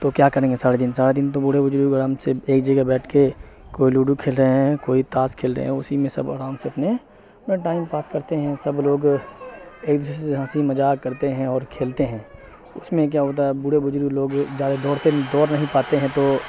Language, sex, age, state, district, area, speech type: Urdu, male, 18-30, Bihar, Supaul, rural, spontaneous